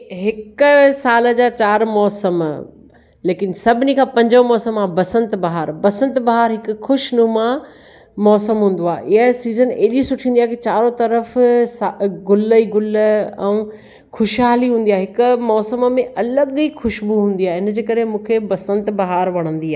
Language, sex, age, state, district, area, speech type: Sindhi, female, 45-60, Maharashtra, Akola, urban, spontaneous